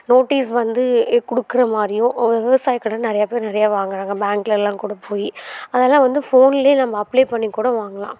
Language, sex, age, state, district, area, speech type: Tamil, female, 18-30, Tamil Nadu, Karur, rural, spontaneous